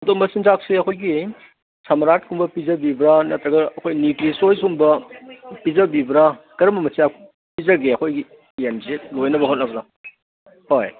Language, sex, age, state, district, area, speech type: Manipuri, male, 60+, Manipur, Imphal East, rural, conversation